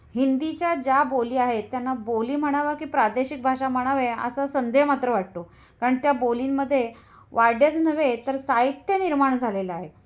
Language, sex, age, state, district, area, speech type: Marathi, female, 45-60, Maharashtra, Kolhapur, rural, spontaneous